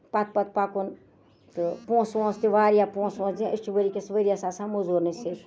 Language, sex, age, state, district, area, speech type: Kashmiri, female, 60+, Jammu and Kashmir, Ganderbal, rural, spontaneous